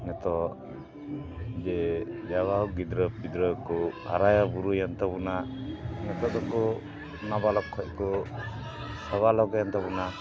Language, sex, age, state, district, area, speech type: Santali, male, 45-60, West Bengal, Dakshin Dinajpur, rural, spontaneous